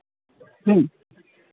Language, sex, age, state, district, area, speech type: Santali, male, 30-45, Jharkhand, East Singhbhum, rural, conversation